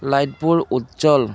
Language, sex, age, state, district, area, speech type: Assamese, male, 30-45, Assam, Biswanath, rural, read